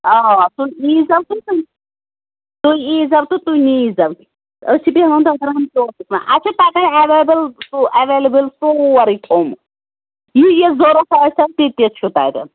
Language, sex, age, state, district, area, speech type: Kashmiri, female, 30-45, Jammu and Kashmir, Ganderbal, rural, conversation